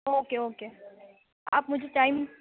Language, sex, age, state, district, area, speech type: Urdu, female, 45-60, Uttar Pradesh, Gautam Buddha Nagar, urban, conversation